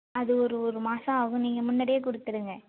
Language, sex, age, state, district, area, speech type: Tamil, female, 18-30, Tamil Nadu, Thanjavur, rural, conversation